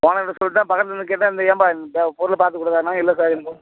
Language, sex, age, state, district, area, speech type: Tamil, male, 30-45, Tamil Nadu, Tiruvannamalai, rural, conversation